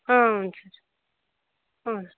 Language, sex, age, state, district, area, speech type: Telugu, female, 30-45, Andhra Pradesh, Kakinada, urban, conversation